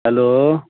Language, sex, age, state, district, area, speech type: Urdu, male, 60+, Bihar, Supaul, rural, conversation